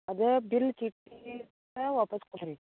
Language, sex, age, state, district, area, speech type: Kannada, female, 60+, Karnataka, Belgaum, rural, conversation